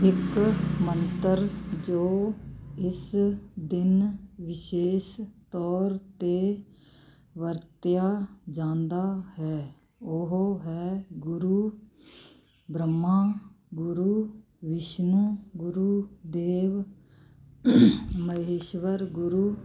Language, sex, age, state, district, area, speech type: Punjabi, female, 45-60, Punjab, Muktsar, urban, read